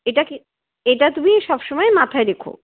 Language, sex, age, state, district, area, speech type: Bengali, female, 45-60, West Bengal, Paschim Bardhaman, urban, conversation